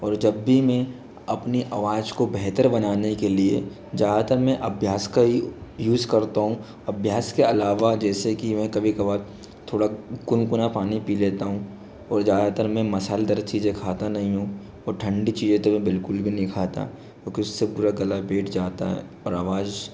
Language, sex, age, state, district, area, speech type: Hindi, male, 18-30, Madhya Pradesh, Bhopal, urban, spontaneous